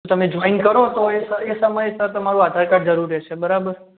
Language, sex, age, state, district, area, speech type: Gujarati, male, 45-60, Gujarat, Mehsana, rural, conversation